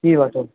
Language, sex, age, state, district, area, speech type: Sindhi, male, 18-30, Rajasthan, Ajmer, rural, conversation